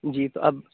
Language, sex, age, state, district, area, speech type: Urdu, male, 18-30, Uttar Pradesh, Aligarh, urban, conversation